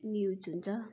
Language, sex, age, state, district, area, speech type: Nepali, female, 45-60, West Bengal, Darjeeling, rural, spontaneous